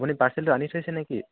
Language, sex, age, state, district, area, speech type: Assamese, male, 18-30, Assam, Dibrugarh, urban, conversation